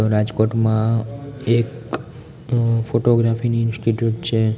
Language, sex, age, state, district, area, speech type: Gujarati, male, 18-30, Gujarat, Amreli, rural, spontaneous